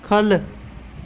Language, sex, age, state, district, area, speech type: Dogri, male, 18-30, Jammu and Kashmir, Kathua, rural, read